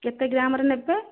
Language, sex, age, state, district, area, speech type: Odia, female, 45-60, Odisha, Nayagarh, rural, conversation